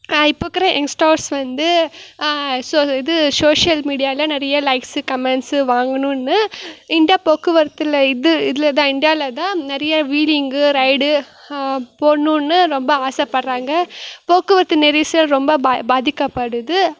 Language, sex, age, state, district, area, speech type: Tamil, female, 18-30, Tamil Nadu, Krishnagiri, rural, spontaneous